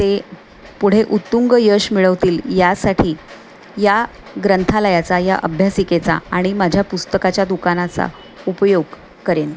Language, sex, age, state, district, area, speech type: Marathi, female, 45-60, Maharashtra, Thane, rural, spontaneous